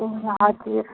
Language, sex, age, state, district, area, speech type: Nepali, female, 30-45, West Bengal, Kalimpong, rural, conversation